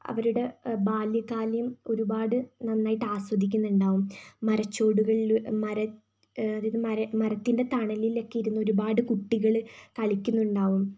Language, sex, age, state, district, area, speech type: Malayalam, female, 18-30, Kerala, Wayanad, rural, spontaneous